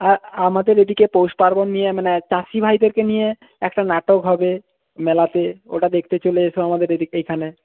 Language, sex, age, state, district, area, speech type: Bengali, male, 18-30, West Bengal, Jhargram, rural, conversation